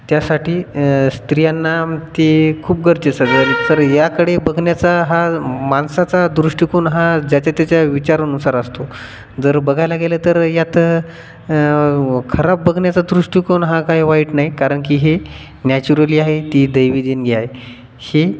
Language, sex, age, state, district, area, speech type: Marathi, male, 18-30, Maharashtra, Hingoli, rural, spontaneous